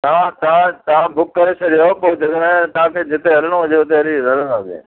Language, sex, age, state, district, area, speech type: Sindhi, male, 60+, Gujarat, Kutch, rural, conversation